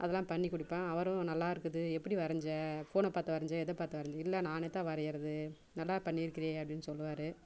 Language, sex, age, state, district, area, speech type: Tamil, female, 30-45, Tamil Nadu, Dharmapuri, rural, spontaneous